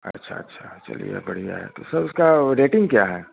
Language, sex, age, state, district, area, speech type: Hindi, male, 30-45, Bihar, Vaishali, rural, conversation